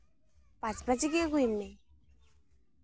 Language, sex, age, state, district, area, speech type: Santali, female, 18-30, West Bengal, Malda, rural, spontaneous